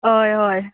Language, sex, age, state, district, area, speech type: Goan Konkani, female, 18-30, Goa, Quepem, rural, conversation